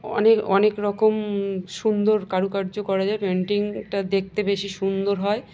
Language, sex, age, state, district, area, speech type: Bengali, female, 30-45, West Bengal, Birbhum, urban, spontaneous